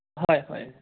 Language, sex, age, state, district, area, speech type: Assamese, male, 18-30, Assam, Biswanath, rural, conversation